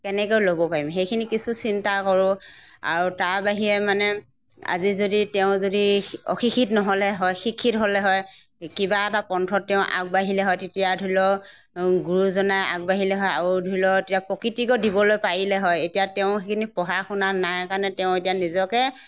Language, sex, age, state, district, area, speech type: Assamese, female, 60+, Assam, Morigaon, rural, spontaneous